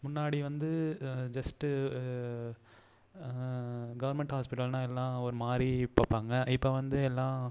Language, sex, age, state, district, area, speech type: Tamil, male, 30-45, Tamil Nadu, Ariyalur, rural, spontaneous